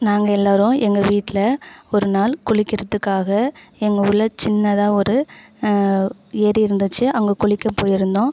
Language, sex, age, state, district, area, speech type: Tamil, female, 30-45, Tamil Nadu, Ariyalur, rural, spontaneous